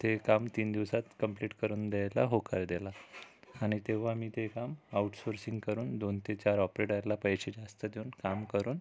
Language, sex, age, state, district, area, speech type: Marathi, male, 30-45, Maharashtra, Amravati, urban, spontaneous